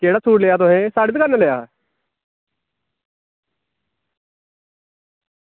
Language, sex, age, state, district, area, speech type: Dogri, male, 18-30, Jammu and Kashmir, Samba, urban, conversation